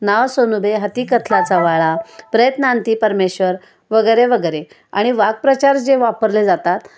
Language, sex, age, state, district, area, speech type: Marathi, female, 60+, Maharashtra, Kolhapur, urban, spontaneous